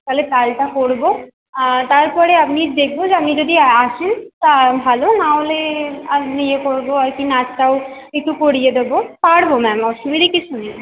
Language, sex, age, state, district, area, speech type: Bengali, female, 18-30, West Bengal, Purba Bardhaman, urban, conversation